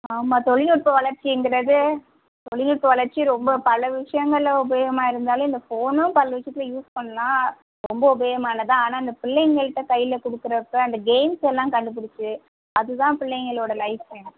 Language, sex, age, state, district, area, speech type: Tamil, female, 45-60, Tamil Nadu, Pudukkottai, urban, conversation